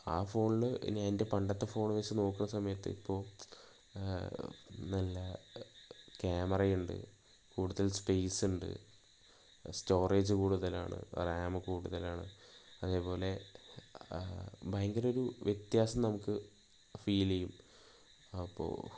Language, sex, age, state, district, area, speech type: Malayalam, male, 30-45, Kerala, Palakkad, rural, spontaneous